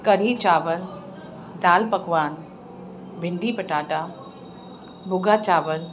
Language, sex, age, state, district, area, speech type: Sindhi, female, 30-45, Uttar Pradesh, Lucknow, urban, spontaneous